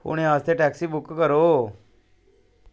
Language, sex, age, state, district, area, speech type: Dogri, male, 30-45, Jammu and Kashmir, Samba, rural, read